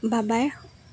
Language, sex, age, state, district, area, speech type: Assamese, female, 18-30, Assam, Goalpara, urban, spontaneous